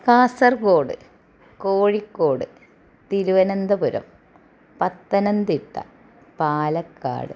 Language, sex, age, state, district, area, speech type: Malayalam, female, 30-45, Kerala, Malappuram, rural, spontaneous